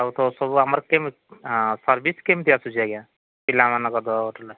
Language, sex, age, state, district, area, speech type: Odia, male, 45-60, Odisha, Sambalpur, rural, conversation